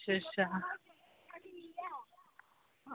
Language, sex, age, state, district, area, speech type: Dogri, female, 30-45, Jammu and Kashmir, Udhampur, rural, conversation